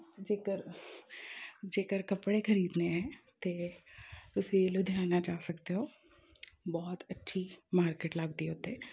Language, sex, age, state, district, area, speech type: Punjabi, female, 30-45, Punjab, Amritsar, urban, spontaneous